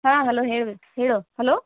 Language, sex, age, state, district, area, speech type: Kannada, female, 18-30, Karnataka, Dharwad, urban, conversation